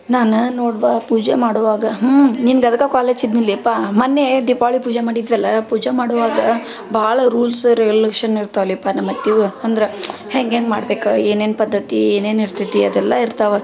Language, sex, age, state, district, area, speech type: Kannada, female, 30-45, Karnataka, Dharwad, rural, spontaneous